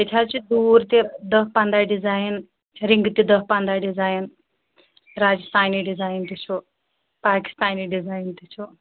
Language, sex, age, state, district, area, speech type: Kashmiri, female, 30-45, Jammu and Kashmir, Shopian, rural, conversation